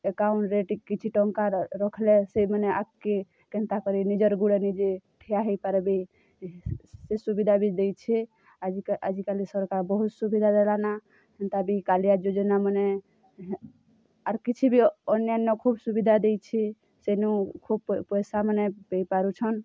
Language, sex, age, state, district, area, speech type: Odia, female, 30-45, Odisha, Kalahandi, rural, spontaneous